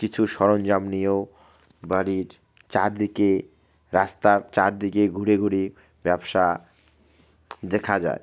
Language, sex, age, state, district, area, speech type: Bengali, male, 30-45, West Bengal, Alipurduar, rural, spontaneous